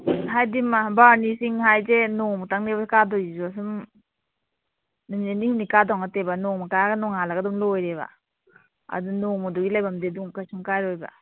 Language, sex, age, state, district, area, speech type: Manipuri, female, 30-45, Manipur, Imphal East, rural, conversation